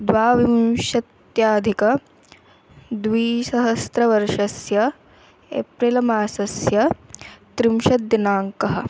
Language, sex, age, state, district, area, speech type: Sanskrit, female, 18-30, Andhra Pradesh, Eluru, rural, spontaneous